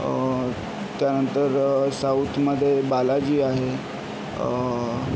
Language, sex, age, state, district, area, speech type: Marathi, male, 18-30, Maharashtra, Yavatmal, rural, spontaneous